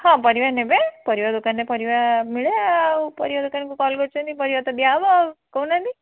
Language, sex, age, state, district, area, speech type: Odia, female, 45-60, Odisha, Bhadrak, rural, conversation